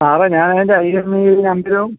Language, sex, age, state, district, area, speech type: Malayalam, male, 45-60, Kerala, Alappuzha, urban, conversation